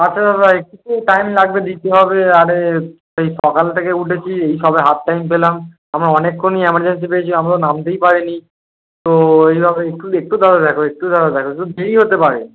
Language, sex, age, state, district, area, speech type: Bengali, male, 18-30, West Bengal, Darjeeling, rural, conversation